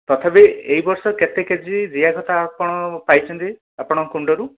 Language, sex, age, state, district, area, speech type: Odia, male, 30-45, Odisha, Dhenkanal, rural, conversation